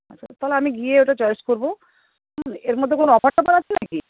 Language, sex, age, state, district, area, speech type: Bengali, female, 60+, West Bengal, Paschim Medinipur, rural, conversation